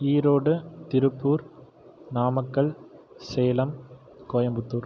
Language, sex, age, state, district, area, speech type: Tamil, male, 18-30, Tamil Nadu, Erode, rural, spontaneous